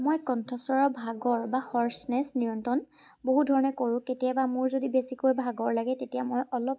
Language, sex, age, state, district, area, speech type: Assamese, female, 18-30, Assam, Charaideo, urban, spontaneous